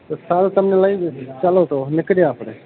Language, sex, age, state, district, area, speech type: Gujarati, male, 30-45, Gujarat, Narmada, rural, conversation